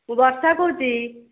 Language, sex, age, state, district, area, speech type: Odia, female, 45-60, Odisha, Angul, rural, conversation